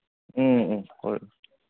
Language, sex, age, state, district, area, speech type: Manipuri, male, 45-60, Manipur, Ukhrul, rural, conversation